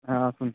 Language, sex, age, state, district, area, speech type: Bengali, male, 18-30, West Bengal, Uttar Dinajpur, rural, conversation